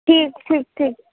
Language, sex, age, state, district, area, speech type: Hindi, female, 18-30, Uttar Pradesh, Chandauli, urban, conversation